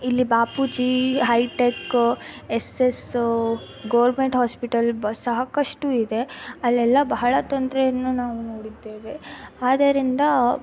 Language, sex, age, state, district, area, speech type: Kannada, female, 18-30, Karnataka, Davanagere, urban, spontaneous